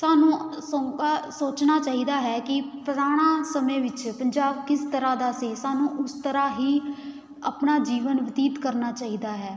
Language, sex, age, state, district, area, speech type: Punjabi, female, 18-30, Punjab, Patiala, urban, spontaneous